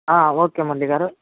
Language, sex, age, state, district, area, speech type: Telugu, male, 30-45, Andhra Pradesh, Chittoor, urban, conversation